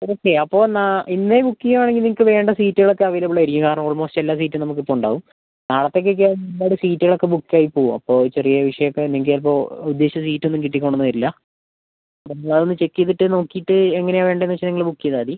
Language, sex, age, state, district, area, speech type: Malayalam, male, 45-60, Kerala, Kozhikode, urban, conversation